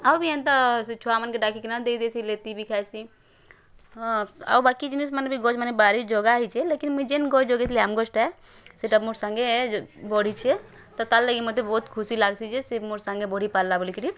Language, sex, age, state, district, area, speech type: Odia, female, 18-30, Odisha, Bargarh, rural, spontaneous